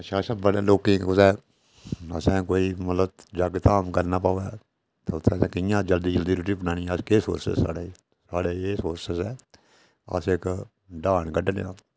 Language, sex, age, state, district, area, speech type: Dogri, male, 60+, Jammu and Kashmir, Udhampur, rural, spontaneous